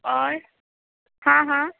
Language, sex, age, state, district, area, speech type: Hindi, female, 18-30, Uttar Pradesh, Chandauli, urban, conversation